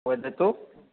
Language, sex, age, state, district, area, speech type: Sanskrit, male, 18-30, Madhya Pradesh, Chhindwara, rural, conversation